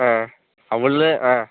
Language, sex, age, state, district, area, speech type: Tamil, female, 18-30, Tamil Nadu, Dharmapuri, urban, conversation